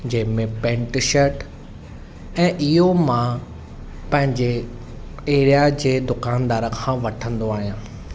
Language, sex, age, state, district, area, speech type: Sindhi, male, 18-30, Maharashtra, Thane, urban, spontaneous